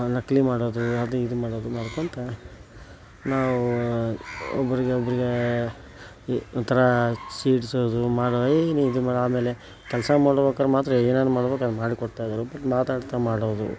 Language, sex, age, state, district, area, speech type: Kannada, male, 30-45, Karnataka, Koppal, rural, spontaneous